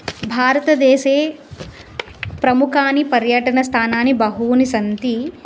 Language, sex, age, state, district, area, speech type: Sanskrit, female, 30-45, Andhra Pradesh, Visakhapatnam, urban, spontaneous